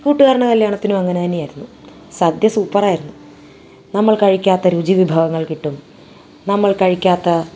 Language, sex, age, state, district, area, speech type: Malayalam, female, 30-45, Kerala, Thrissur, urban, spontaneous